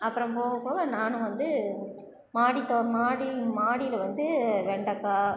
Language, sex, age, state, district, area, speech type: Tamil, female, 30-45, Tamil Nadu, Cuddalore, rural, spontaneous